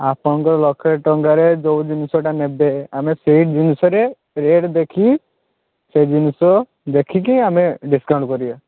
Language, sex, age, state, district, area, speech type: Odia, male, 30-45, Odisha, Balasore, rural, conversation